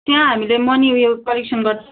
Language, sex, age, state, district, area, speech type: Nepali, female, 18-30, West Bengal, Kalimpong, rural, conversation